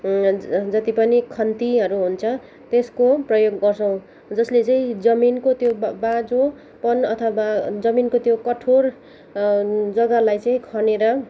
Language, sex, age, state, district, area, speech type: Nepali, female, 18-30, West Bengal, Kalimpong, rural, spontaneous